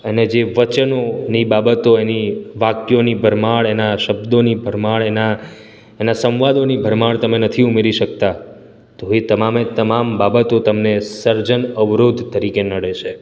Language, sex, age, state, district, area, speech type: Gujarati, male, 30-45, Gujarat, Surat, urban, spontaneous